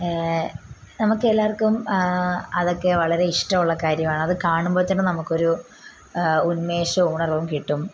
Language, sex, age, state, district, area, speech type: Malayalam, female, 18-30, Kerala, Kottayam, rural, spontaneous